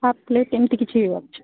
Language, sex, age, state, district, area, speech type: Odia, female, 45-60, Odisha, Sundergarh, rural, conversation